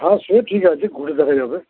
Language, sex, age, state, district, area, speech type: Bengali, male, 60+, West Bengal, Dakshin Dinajpur, rural, conversation